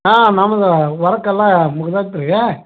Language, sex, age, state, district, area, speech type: Kannada, male, 45-60, Karnataka, Belgaum, rural, conversation